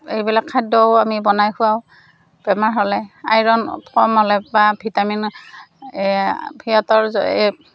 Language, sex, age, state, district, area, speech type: Assamese, female, 45-60, Assam, Darrang, rural, spontaneous